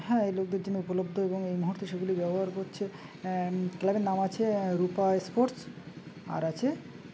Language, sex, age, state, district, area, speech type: Bengali, male, 30-45, West Bengal, Uttar Dinajpur, urban, spontaneous